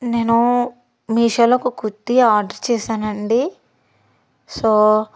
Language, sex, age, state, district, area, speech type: Telugu, female, 18-30, Andhra Pradesh, Palnadu, rural, spontaneous